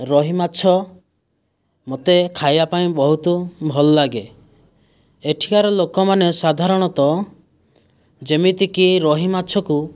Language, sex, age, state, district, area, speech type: Odia, male, 60+, Odisha, Kandhamal, rural, spontaneous